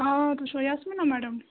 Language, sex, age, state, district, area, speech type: Kashmiri, female, 18-30, Jammu and Kashmir, Kupwara, rural, conversation